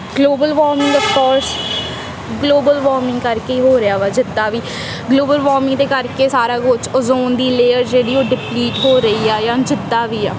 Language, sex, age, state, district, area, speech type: Punjabi, female, 18-30, Punjab, Tarn Taran, urban, spontaneous